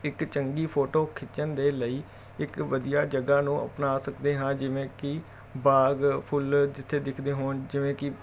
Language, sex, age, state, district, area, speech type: Punjabi, male, 30-45, Punjab, Jalandhar, urban, spontaneous